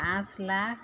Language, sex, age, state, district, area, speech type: Assamese, female, 45-60, Assam, Jorhat, urban, spontaneous